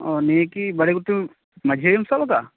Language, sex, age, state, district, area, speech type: Santali, male, 18-30, West Bengal, Bankura, rural, conversation